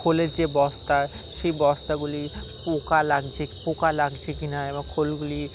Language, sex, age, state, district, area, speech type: Bengali, male, 18-30, West Bengal, Dakshin Dinajpur, urban, spontaneous